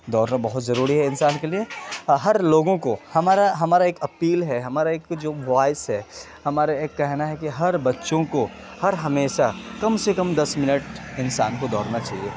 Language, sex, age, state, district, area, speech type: Urdu, male, 30-45, Bihar, Khagaria, rural, spontaneous